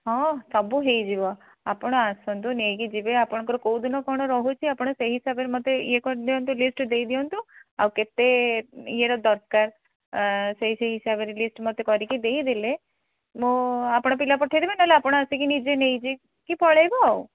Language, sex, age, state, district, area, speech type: Odia, female, 45-60, Odisha, Bhadrak, rural, conversation